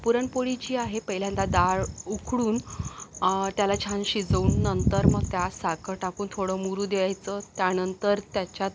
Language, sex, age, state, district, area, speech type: Marathi, female, 18-30, Maharashtra, Akola, urban, spontaneous